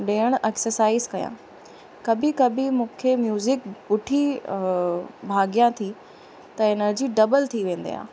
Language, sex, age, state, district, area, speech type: Sindhi, female, 30-45, Uttar Pradesh, Lucknow, urban, spontaneous